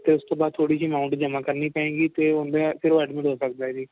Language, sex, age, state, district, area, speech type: Punjabi, male, 18-30, Punjab, Firozpur, urban, conversation